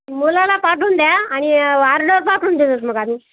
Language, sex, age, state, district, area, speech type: Marathi, female, 60+, Maharashtra, Nanded, urban, conversation